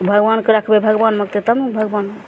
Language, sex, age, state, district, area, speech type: Maithili, female, 60+, Bihar, Begusarai, urban, spontaneous